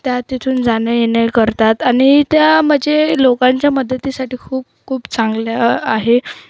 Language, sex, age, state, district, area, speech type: Marathi, female, 30-45, Maharashtra, Wardha, rural, spontaneous